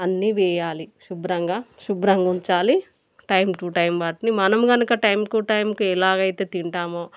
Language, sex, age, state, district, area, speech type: Telugu, female, 30-45, Telangana, Warangal, rural, spontaneous